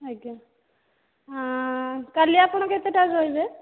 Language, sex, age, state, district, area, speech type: Odia, female, 30-45, Odisha, Dhenkanal, rural, conversation